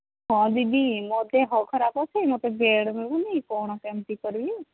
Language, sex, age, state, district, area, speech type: Odia, female, 45-60, Odisha, Angul, rural, conversation